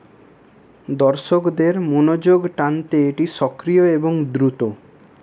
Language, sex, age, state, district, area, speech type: Bengali, male, 30-45, West Bengal, Paschim Bardhaman, urban, read